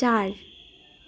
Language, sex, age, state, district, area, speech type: Nepali, female, 18-30, West Bengal, Darjeeling, rural, read